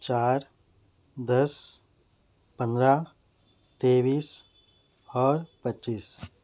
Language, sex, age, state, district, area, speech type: Urdu, male, 30-45, Telangana, Hyderabad, urban, spontaneous